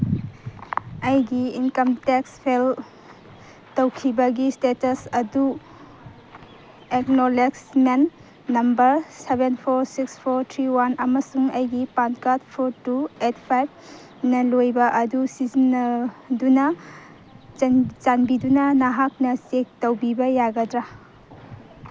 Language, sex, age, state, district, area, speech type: Manipuri, female, 18-30, Manipur, Kangpokpi, urban, read